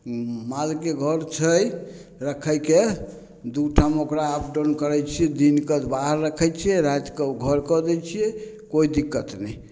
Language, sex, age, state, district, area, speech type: Maithili, male, 45-60, Bihar, Samastipur, rural, spontaneous